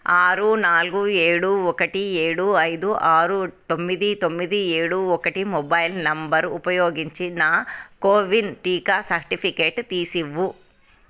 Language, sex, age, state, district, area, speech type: Telugu, female, 30-45, Telangana, Hyderabad, urban, read